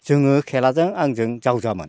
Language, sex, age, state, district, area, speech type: Bodo, male, 60+, Assam, Udalguri, rural, spontaneous